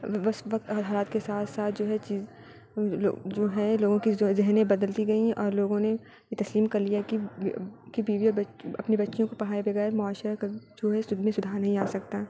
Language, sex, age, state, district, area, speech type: Urdu, female, 45-60, Uttar Pradesh, Aligarh, rural, spontaneous